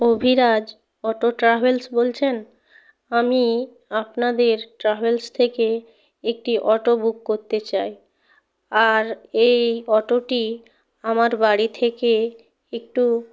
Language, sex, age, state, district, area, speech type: Bengali, female, 30-45, West Bengal, North 24 Parganas, rural, spontaneous